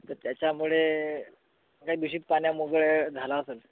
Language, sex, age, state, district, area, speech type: Marathi, male, 30-45, Maharashtra, Gadchiroli, rural, conversation